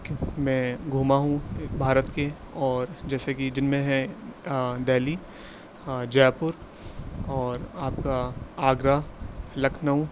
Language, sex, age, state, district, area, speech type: Urdu, male, 18-30, Uttar Pradesh, Aligarh, urban, spontaneous